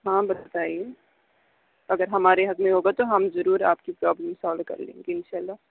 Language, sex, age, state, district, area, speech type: Urdu, female, 18-30, Uttar Pradesh, Aligarh, urban, conversation